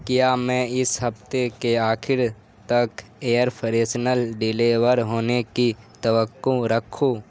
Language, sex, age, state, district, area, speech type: Urdu, male, 18-30, Bihar, Supaul, rural, read